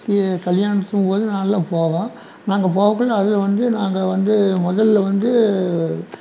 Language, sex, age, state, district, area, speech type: Tamil, male, 60+, Tamil Nadu, Erode, rural, spontaneous